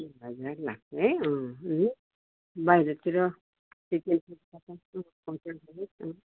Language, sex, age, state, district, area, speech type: Nepali, female, 60+, West Bengal, Kalimpong, rural, conversation